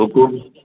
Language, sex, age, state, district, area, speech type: Sindhi, male, 60+, Maharashtra, Thane, urban, conversation